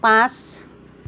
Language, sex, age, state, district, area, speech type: Assamese, female, 45-60, Assam, Charaideo, urban, read